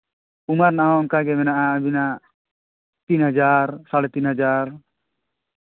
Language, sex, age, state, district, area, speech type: Santali, male, 18-30, Jharkhand, East Singhbhum, rural, conversation